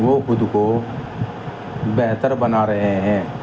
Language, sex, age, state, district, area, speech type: Urdu, male, 30-45, Uttar Pradesh, Muzaffarnagar, rural, spontaneous